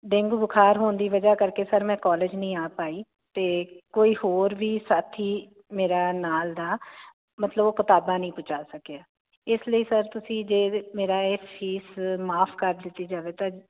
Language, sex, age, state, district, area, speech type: Punjabi, female, 45-60, Punjab, Jalandhar, urban, conversation